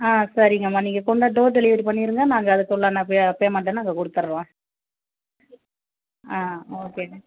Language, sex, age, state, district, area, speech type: Tamil, female, 45-60, Tamil Nadu, Thanjavur, rural, conversation